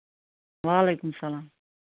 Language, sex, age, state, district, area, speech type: Kashmiri, female, 30-45, Jammu and Kashmir, Budgam, rural, conversation